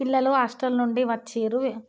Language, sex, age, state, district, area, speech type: Telugu, female, 30-45, Telangana, Jagtial, rural, spontaneous